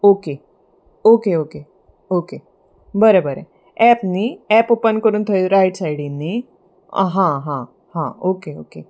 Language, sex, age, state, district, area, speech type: Goan Konkani, female, 30-45, Goa, Salcete, urban, spontaneous